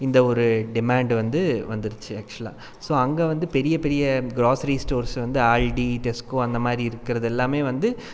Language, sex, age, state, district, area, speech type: Tamil, male, 30-45, Tamil Nadu, Coimbatore, rural, spontaneous